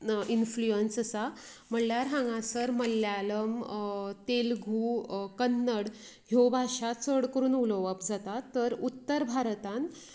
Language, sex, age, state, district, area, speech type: Goan Konkani, female, 30-45, Goa, Canacona, rural, spontaneous